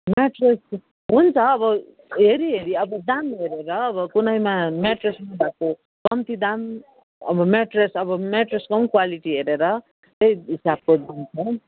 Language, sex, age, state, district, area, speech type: Nepali, female, 60+, West Bengal, Kalimpong, rural, conversation